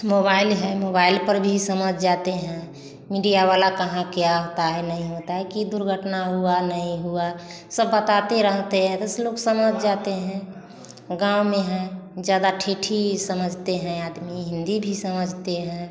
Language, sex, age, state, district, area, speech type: Hindi, female, 30-45, Bihar, Samastipur, rural, spontaneous